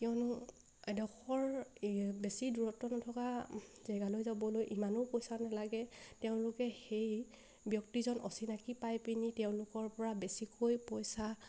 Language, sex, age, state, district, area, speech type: Assamese, female, 18-30, Assam, Sivasagar, rural, spontaneous